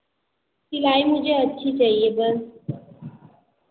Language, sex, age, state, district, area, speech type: Hindi, female, 18-30, Uttar Pradesh, Azamgarh, urban, conversation